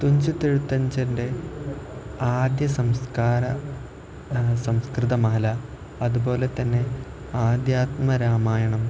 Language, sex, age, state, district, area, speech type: Malayalam, male, 18-30, Kerala, Kozhikode, rural, spontaneous